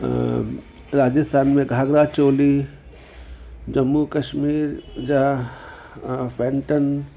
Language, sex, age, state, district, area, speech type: Sindhi, male, 60+, Delhi, South Delhi, urban, spontaneous